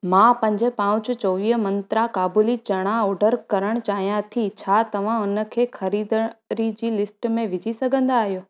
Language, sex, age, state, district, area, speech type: Sindhi, female, 18-30, Gujarat, Junagadh, rural, read